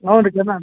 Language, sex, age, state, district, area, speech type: Kannada, male, 60+, Karnataka, Dharwad, rural, conversation